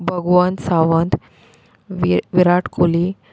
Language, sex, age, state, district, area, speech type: Goan Konkani, female, 18-30, Goa, Murmgao, urban, spontaneous